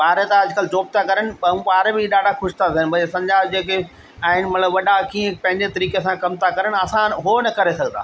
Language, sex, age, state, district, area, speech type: Sindhi, male, 60+, Delhi, South Delhi, urban, spontaneous